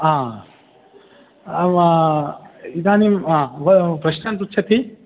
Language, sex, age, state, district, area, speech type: Sanskrit, male, 30-45, Telangana, Hyderabad, urban, conversation